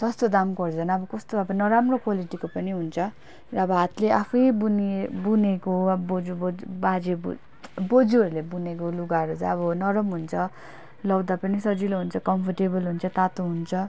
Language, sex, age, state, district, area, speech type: Nepali, female, 18-30, West Bengal, Darjeeling, rural, spontaneous